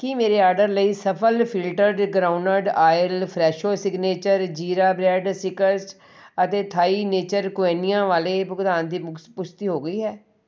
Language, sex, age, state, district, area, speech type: Punjabi, male, 60+, Punjab, Shaheed Bhagat Singh Nagar, urban, read